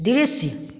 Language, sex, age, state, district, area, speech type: Hindi, female, 45-60, Bihar, Samastipur, rural, read